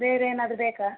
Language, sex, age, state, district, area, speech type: Kannada, female, 45-60, Karnataka, Udupi, rural, conversation